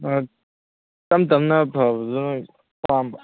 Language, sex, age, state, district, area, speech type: Manipuri, male, 18-30, Manipur, Kangpokpi, urban, conversation